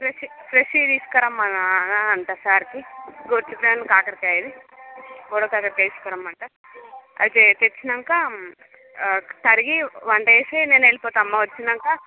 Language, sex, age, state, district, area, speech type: Telugu, female, 30-45, Andhra Pradesh, Srikakulam, urban, conversation